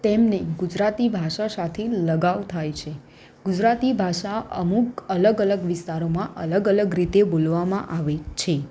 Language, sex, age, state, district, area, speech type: Gujarati, female, 18-30, Gujarat, Anand, urban, spontaneous